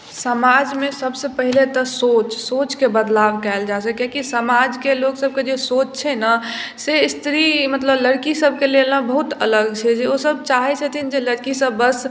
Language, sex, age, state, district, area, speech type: Maithili, female, 18-30, Bihar, Madhubani, rural, spontaneous